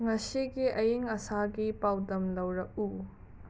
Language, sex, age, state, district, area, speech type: Manipuri, other, 45-60, Manipur, Imphal West, urban, read